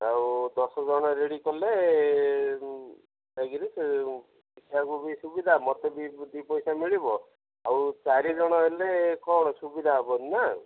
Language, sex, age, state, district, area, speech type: Odia, male, 45-60, Odisha, Koraput, rural, conversation